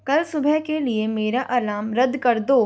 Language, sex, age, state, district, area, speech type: Hindi, female, 45-60, Rajasthan, Jaipur, urban, read